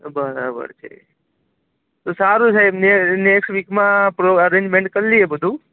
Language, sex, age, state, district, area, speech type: Gujarati, male, 18-30, Gujarat, Aravalli, urban, conversation